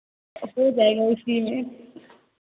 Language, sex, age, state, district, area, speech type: Hindi, female, 18-30, Bihar, Vaishali, rural, conversation